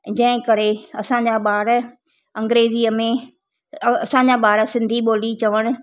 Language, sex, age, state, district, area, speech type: Sindhi, female, 45-60, Maharashtra, Thane, urban, spontaneous